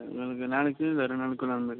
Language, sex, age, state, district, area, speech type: Tamil, male, 18-30, Tamil Nadu, Ranipet, rural, conversation